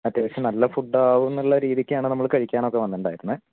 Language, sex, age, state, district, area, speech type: Malayalam, male, 45-60, Kerala, Wayanad, rural, conversation